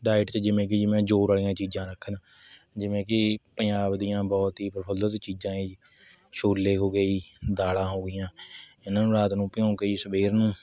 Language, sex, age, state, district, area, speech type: Punjabi, male, 18-30, Punjab, Mohali, rural, spontaneous